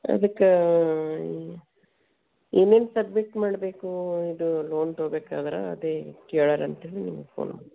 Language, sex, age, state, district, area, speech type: Kannada, female, 60+, Karnataka, Gulbarga, urban, conversation